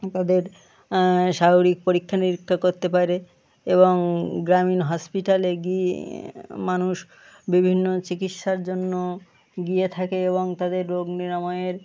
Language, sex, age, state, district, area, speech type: Bengali, male, 30-45, West Bengal, Birbhum, urban, spontaneous